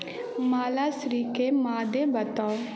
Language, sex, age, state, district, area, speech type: Maithili, male, 18-30, Bihar, Madhubani, rural, read